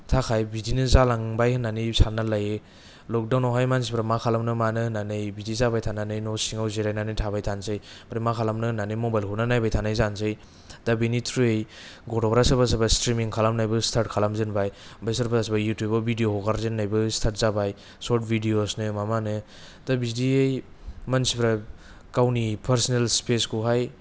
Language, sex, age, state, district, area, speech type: Bodo, male, 18-30, Assam, Kokrajhar, urban, spontaneous